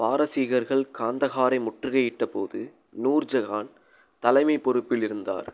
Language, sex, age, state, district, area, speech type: Tamil, male, 18-30, Tamil Nadu, Pudukkottai, rural, read